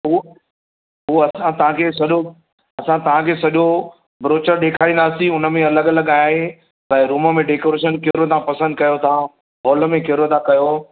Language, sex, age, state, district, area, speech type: Sindhi, male, 60+, Gujarat, Surat, urban, conversation